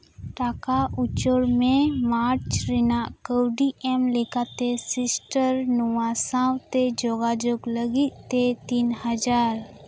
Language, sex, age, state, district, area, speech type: Santali, female, 18-30, West Bengal, Purba Bardhaman, rural, read